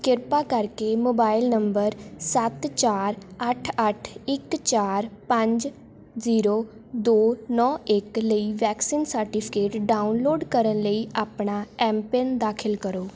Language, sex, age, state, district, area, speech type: Punjabi, female, 18-30, Punjab, Shaheed Bhagat Singh Nagar, rural, read